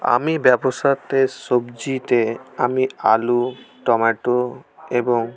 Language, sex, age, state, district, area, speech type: Bengali, male, 18-30, West Bengal, Malda, rural, spontaneous